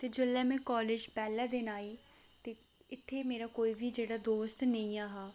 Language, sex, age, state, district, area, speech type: Dogri, female, 18-30, Jammu and Kashmir, Reasi, rural, spontaneous